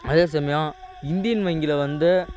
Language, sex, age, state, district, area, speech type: Tamil, male, 18-30, Tamil Nadu, Kallakurichi, urban, spontaneous